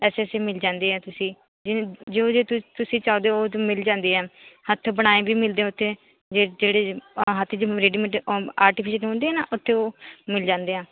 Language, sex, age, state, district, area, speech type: Punjabi, female, 18-30, Punjab, Shaheed Bhagat Singh Nagar, rural, conversation